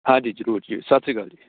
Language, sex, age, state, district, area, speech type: Punjabi, male, 30-45, Punjab, Shaheed Bhagat Singh Nagar, urban, conversation